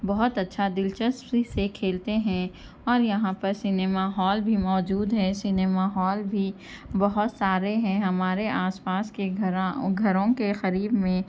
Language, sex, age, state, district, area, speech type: Urdu, female, 30-45, Telangana, Hyderabad, urban, spontaneous